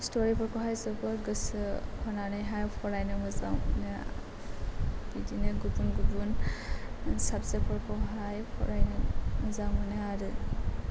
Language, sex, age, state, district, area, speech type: Bodo, female, 18-30, Assam, Chirang, rural, spontaneous